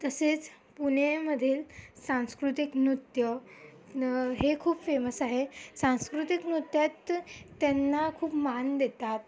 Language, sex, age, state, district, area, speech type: Marathi, female, 18-30, Maharashtra, Amravati, urban, spontaneous